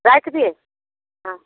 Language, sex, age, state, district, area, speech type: Hindi, female, 60+, Bihar, Muzaffarpur, rural, conversation